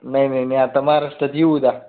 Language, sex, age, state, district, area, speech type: Marathi, male, 18-30, Maharashtra, Buldhana, urban, conversation